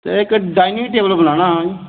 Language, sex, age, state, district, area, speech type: Dogri, male, 30-45, Jammu and Kashmir, Reasi, urban, conversation